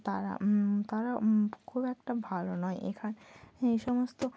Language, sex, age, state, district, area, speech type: Bengali, female, 18-30, West Bengal, Bankura, urban, spontaneous